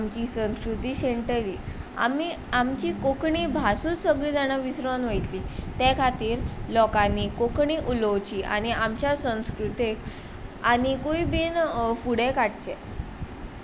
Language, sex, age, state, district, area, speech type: Goan Konkani, female, 18-30, Goa, Ponda, rural, spontaneous